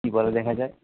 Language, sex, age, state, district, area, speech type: Bengali, male, 30-45, West Bengal, Paschim Medinipur, rural, conversation